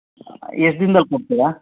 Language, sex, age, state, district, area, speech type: Kannada, male, 45-60, Karnataka, Shimoga, rural, conversation